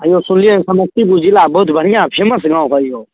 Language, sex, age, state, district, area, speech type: Maithili, male, 18-30, Bihar, Samastipur, rural, conversation